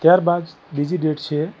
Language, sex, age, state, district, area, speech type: Gujarati, male, 45-60, Gujarat, Ahmedabad, urban, spontaneous